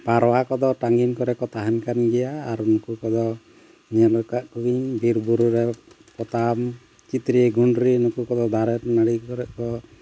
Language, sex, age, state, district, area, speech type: Santali, male, 45-60, Jharkhand, Bokaro, rural, spontaneous